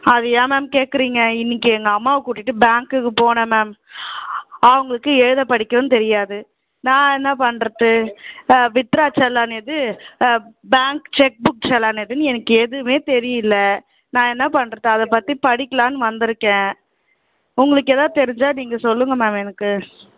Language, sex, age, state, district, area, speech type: Tamil, female, 18-30, Tamil Nadu, Chennai, urban, conversation